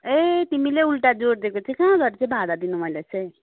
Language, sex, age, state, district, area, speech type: Nepali, female, 18-30, West Bengal, Kalimpong, rural, conversation